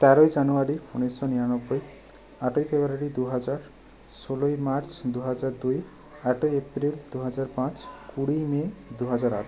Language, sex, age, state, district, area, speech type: Bengali, male, 18-30, West Bengal, Bankura, urban, spontaneous